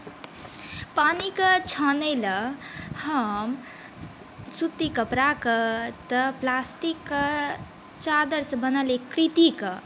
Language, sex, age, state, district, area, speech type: Maithili, female, 18-30, Bihar, Saharsa, rural, spontaneous